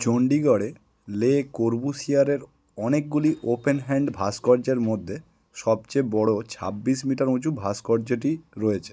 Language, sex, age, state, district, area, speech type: Bengali, male, 18-30, West Bengal, Howrah, urban, read